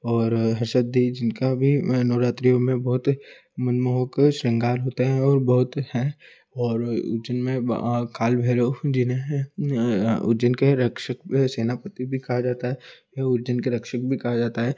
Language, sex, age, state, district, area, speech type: Hindi, male, 18-30, Madhya Pradesh, Ujjain, urban, spontaneous